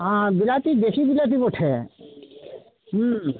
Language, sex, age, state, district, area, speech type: Bengali, male, 30-45, West Bengal, Uttar Dinajpur, urban, conversation